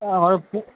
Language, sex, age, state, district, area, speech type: Bengali, male, 30-45, West Bengal, Kolkata, urban, conversation